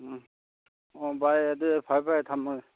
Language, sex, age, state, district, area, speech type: Manipuri, male, 18-30, Manipur, Tengnoupal, urban, conversation